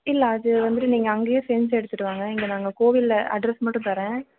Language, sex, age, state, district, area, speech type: Tamil, female, 18-30, Tamil Nadu, Perambalur, rural, conversation